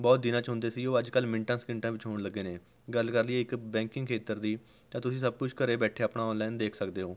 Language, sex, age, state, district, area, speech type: Punjabi, male, 18-30, Punjab, Rupnagar, rural, spontaneous